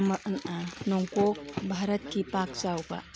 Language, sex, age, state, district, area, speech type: Manipuri, female, 45-60, Manipur, Churachandpur, urban, read